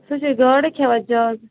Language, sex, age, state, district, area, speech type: Kashmiri, female, 18-30, Jammu and Kashmir, Bandipora, rural, conversation